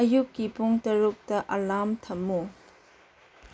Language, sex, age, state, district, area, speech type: Manipuri, female, 30-45, Manipur, Chandel, rural, read